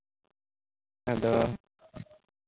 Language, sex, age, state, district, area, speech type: Santali, male, 30-45, Jharkhand, East Singhbhum, rural, conversation